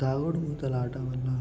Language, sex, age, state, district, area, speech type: Telugu, male, 18-30, Telangana, Nalgonda, urban, spontaneous